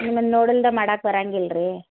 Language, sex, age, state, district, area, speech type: Kannada, female, 60+, Karnataka, Belgaum, rural, conversation